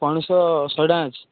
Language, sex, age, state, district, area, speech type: Odia, male, 18-30, Odisha, Ganjam, urban, conversation